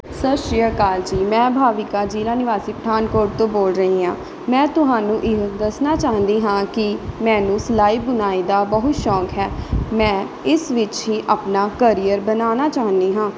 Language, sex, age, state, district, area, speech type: Punjabi, female, 18-30, Punjab, Pathankot, urban, spontaneous